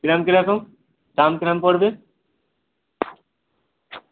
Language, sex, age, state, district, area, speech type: Bengali, male, 18-30, West Bengal, Howrah, urban, conversation